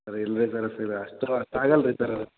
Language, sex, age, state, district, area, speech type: Kannada, male, 18-30, Karnataka, Raichur, urban, conversation